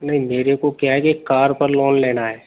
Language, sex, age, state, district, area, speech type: Hindi, male, 18-30, Rajasthan, Karauli, rural, conversation